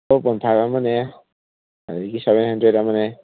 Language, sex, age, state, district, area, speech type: Manipuri, male, 18-30, Manipur, Kangpokpi, urban, conversation